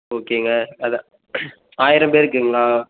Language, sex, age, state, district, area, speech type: Tamil, male, 18-30, Tamil Nadu, Perambalur, rural, conversation